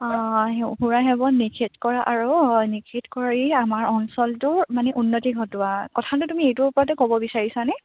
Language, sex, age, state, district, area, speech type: Assamese, female, 18-30, Assam, Dibrugarh, rural, conversation